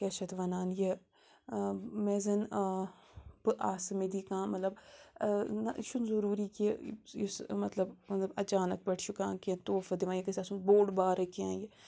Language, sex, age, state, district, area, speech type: Kashmiri, female, 30-45, Jammu and Kashmir, Bandipora, rural, spontaneous